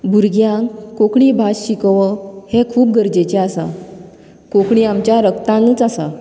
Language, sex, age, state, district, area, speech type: Goan Konkani, female, 30-45, Goa, Canacona, rural, spontaneous